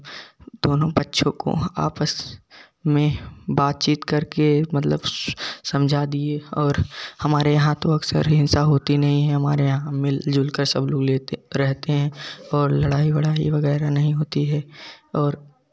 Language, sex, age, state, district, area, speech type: Hindi, male, 18-30, Uttar Pradesh, Jaunpur, urban, spontaneous